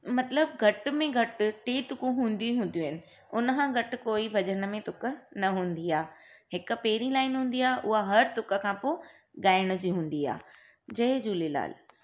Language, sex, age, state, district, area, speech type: Sindhi, female, 30-45, Gujarat, Surat, urban, spontaneous